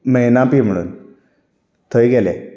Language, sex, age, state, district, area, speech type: Goan Konkani, male, 18-30, Goa, Bardez, rural, spontaneous